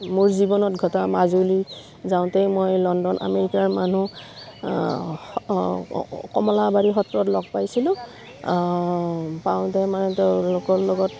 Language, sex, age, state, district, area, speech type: Assamese, female, 45-60, Assam, Udalguri, rural, spontaneous